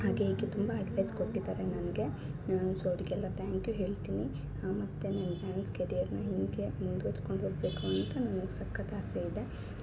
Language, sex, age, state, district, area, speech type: Kannada, female, 18-30, Karnataka, Chikkaballapur, urban, spontaneous